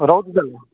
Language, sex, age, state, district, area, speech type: Odia, male, 45-60, Odisha, Angul, rural, conversation